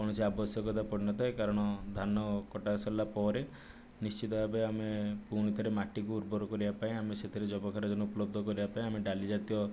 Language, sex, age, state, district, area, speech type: Odia, male, 45-60, Odisha, Nayagarh, rural, spontaneous